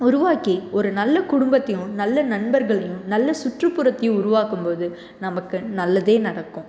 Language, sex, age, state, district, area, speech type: Tamil, female, 18-30, Tamil Nadu, Salem, rural, spontaneous